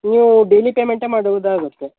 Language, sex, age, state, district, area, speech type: Kannada, male, 30-45, Karnataka, Uttara Kannada, rural, conversation